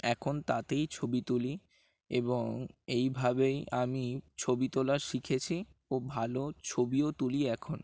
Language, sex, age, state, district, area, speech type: Bengali, male, 18-30, West Bengal, Dakshin Dinajpur, urban, spontaneous